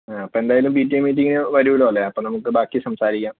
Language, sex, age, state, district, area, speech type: Malayalam, male, 18-30, Kerala, Idukki, urban, conversation